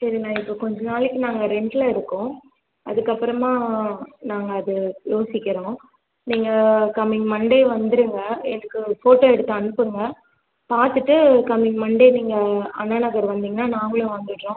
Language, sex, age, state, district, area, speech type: Tamil, female, 18-30, Tamil Nadu, Tiruvallur, urban, conversation